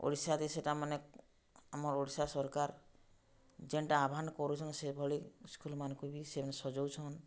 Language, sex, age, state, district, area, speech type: Odia, female, 45-60, Odisha, Bargarh, urban, spontaneous